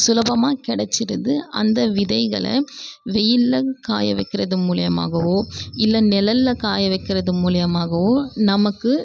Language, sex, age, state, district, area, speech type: Tamil, female, 18-30, Tamil Nadu, Krishnagiri, rural, spontaneous